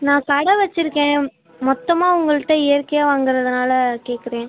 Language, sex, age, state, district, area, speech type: Tamil, male, 18-30, Tamil Nadu, Tiruchirappalli, rural, conversation